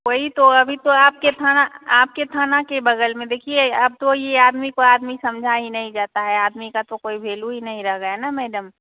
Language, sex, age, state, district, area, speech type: Hindi, female, 45-60, Bihar, Begusarai, rural, conversation